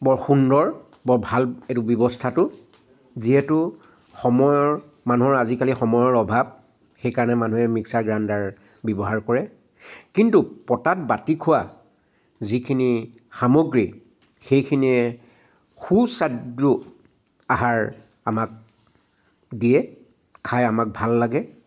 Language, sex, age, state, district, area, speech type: Assamese, male, 45-60, Assam, Charaideo, urban, spontaneous